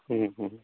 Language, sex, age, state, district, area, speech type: Santali, male, 45-60, West Bengal, Malda, rural, conversation